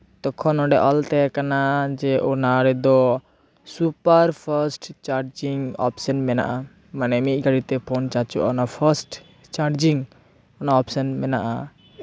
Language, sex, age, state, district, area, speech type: Santali, male, 18-30, West Bengal, Purba Bardhaman, rural, spontaneous